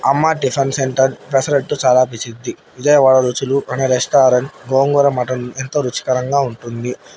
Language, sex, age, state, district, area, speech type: Telugu, male, 30-45, Andhra Pradesh, Nandyal, urban, spontaneous